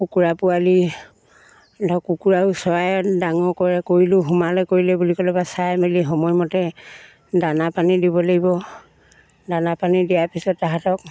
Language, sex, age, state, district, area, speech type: Assamese, female, 60+, Assam, Dibrugarh, rural, spontaneous